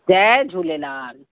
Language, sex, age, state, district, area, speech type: Sindhi, female, 60+, Uttar Pradesh, Lucknow, rural, conversation